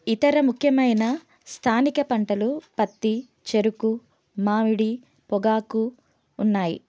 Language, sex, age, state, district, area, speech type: Telugu, female, 30-45, Telangana, Hanamkonda, urban, spontaneous